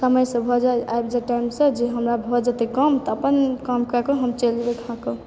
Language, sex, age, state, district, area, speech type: Maithili, male, 30-45, Bihar, Supaul, rural, spontaneous